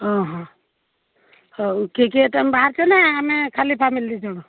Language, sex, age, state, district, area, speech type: Odia, female, 60+, Odisha, Jharsuguda, rural, conversation